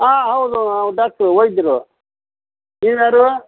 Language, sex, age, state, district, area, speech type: Kannada, male, 60+, Karnataka, Koppal, rural, conversation